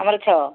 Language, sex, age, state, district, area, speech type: Odia, female, 60+, Odisha, Jharsuguda, rural, conversation